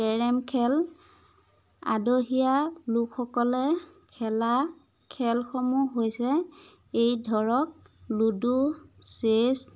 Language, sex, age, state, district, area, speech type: Assamese, female, 30-45, Assam, Biswanath, rural, spontaneous